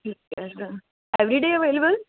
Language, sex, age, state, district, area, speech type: Punjabi, female, 18-30, Punjab, Amritsar, urban, conversation